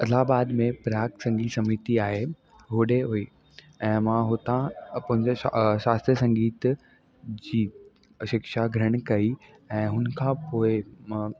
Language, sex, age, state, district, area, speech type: Sindhi, male, 18-30, Delhi, South Delhi, urban, spontaneous